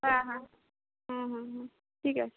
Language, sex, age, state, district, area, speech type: Bengali, female, 18-30, West Bengal, Bankura, rural, conversation